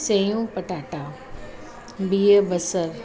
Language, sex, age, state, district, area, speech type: Sindhi, female, 45-60, Uttar Pradesh, Lucknow, urban, spontaneous